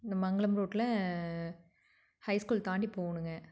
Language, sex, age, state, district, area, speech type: Tamil, female, 30-45, Tamil Nadu, Tiruppur, rural, spontaneous